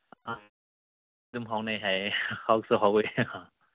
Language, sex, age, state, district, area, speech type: Manipuri, male, 30-45, Manipur, Chandel, rural, conversation